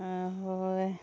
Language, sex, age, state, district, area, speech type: Assamese, female, 60+, Assam, Dibrugarh, rural, spontaneous